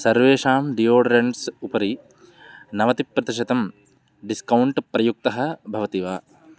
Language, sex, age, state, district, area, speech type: Sanskrit, male, 18-30, Andhra Pradesh, West Godavari, rural, read